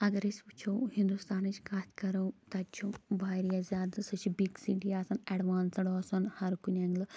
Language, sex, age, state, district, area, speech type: Kashmiri, female, 18-30, Jammu and Kashmir, Kulgam, rural, spontaneous